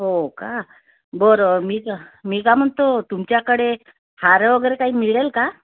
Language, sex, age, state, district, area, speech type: Marathi, female, 30-45, Maharashtra, Wardha, rural, conversation